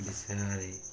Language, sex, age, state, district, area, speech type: Odia, male, 18-30, Odisha, Ganjam, urban, spontaneous